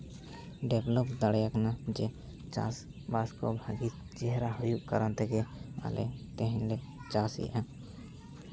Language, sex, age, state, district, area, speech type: Santali, male, 18-30, Jharkhand, East Singhbhum, rural, spontaneous